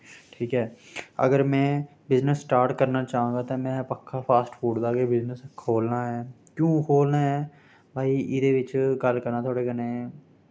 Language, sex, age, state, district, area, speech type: Dogri, male, 30-45, Jammu and Kashmir, Samba, rural, spontaneous